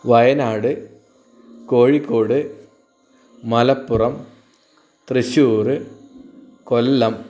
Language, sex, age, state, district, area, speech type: Malayalam, male, 30-45, Kerala, Wayanad, rural, spontaneous